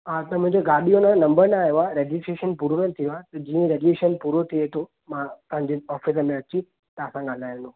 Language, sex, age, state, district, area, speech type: Sindhi, male, 18-30, Maharashtra, Thane, urban, conversation